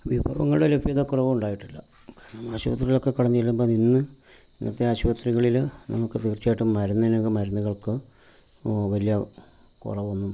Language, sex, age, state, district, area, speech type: Malayalam, male, 45-60, Kerala, Pathanamthitta, rural, spontaneous